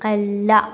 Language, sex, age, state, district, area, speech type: Malayalam, female, 18-30, Kerala, Kottayam, rural, read